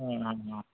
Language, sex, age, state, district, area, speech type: Kannada, male, 60+, Karnataka, Bangalore Urban, urban, conversation